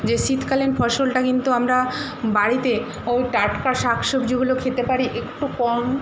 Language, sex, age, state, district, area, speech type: Bengali, female, 60+, West Bengal, Jhargram, rural, spontaneous